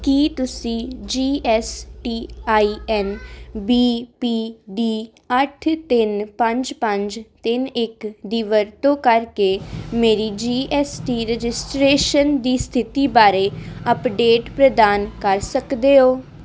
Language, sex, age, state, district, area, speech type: Punjabi, female, 18-30, Punjab, Jalandhar, urban, read